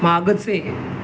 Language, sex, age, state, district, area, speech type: Marathi, male, 30-45, Maharashtra, Mumbai Suburban, urban, read